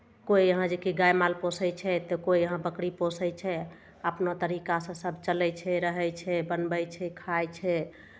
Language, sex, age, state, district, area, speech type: Maithili, female, 45-60, Bihar, Begusarai, urban, spontaneous